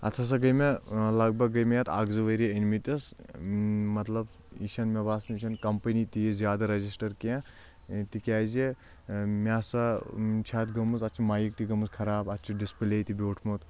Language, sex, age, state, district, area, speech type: Kashmiri, male, 18-30, Jammu and Kashmir, Anantnag, rural, spontaneous